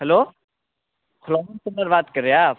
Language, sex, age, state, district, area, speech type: Hindi, male, 18-30, Bihar, Darbhanga, rural, conversation